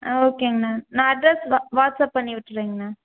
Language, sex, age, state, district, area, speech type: Tamil, female, 18-30, Tamil Nadu, Erode, rural, conversation